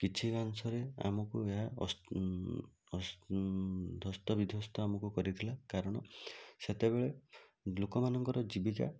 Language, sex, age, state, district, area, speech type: Odia, male, 60+, Odisha, Bhadrak, rural, spontaneous